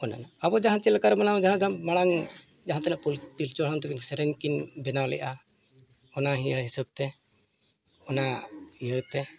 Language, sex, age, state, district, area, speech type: Santali, male, 60+, Odisha, Mayurbhanj, rural, spontaneous